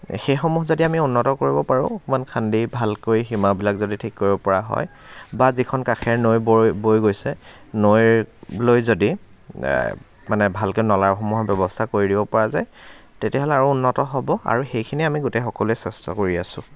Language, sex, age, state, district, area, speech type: Assamese, male, 30-45, Assam, Dibrugarh, rural, spontaneous